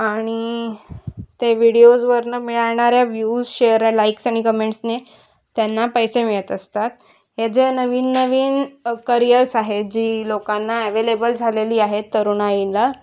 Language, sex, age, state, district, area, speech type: Marathi, female, 18-30, Maharashtra, Ratnagiri, urban, spontaneous